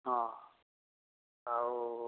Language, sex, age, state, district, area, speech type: Odia, male, 60+, Odisha, Angul, rural, conversation